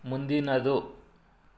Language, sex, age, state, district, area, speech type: Kannada, male, 45-60, Karnataka, Bangalore Urban, rural, read